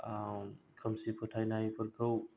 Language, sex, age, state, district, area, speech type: Bodo, male, 18-30, Assam, Kokrajhar, rural, spontaneous